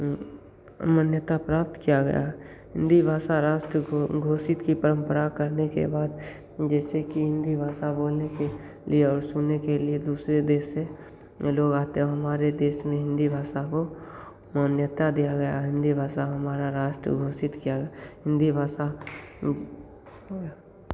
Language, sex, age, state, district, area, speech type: Hindi, male, 18-30, Bihar, Begusarai, rural, spontaneous